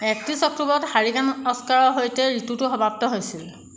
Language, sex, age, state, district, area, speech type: Assamese, female, 30-45, Assam, Jorhat, urban, read